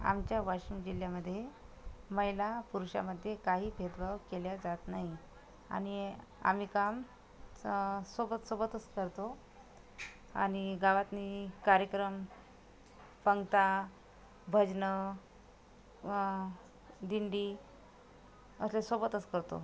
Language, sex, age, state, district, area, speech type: Marathi, other, 30-45, Maharashtra, Washim, rural, spontaneous